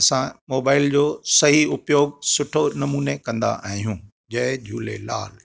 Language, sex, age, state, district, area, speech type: Sindhi, male, 60+, Gujarat, Kutch, rural, spontaneous